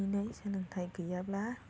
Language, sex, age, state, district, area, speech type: Bodo, female, 45-60, Assam, Chirang, rural, spontaneous